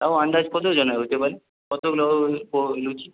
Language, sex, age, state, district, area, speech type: Bengali, male, 18-30, West Bengal, Purulia, urban, conversation